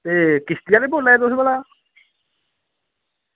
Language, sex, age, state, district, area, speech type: Dogri, male, 30-45, Jammu and Kashmir, Samba, rural, conversation